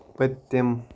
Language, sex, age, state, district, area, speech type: Kashmiri, male, 18-30, Jammu and Kashmir, Kupwara, rural, read